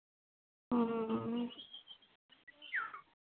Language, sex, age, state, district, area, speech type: Santali, female, 30-45, West Bengal, Birbhum, rural, conversation